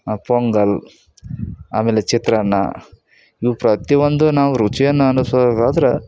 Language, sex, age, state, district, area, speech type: Kannada, male, 30-45, Karnataka, Koppal, rural, spontaneous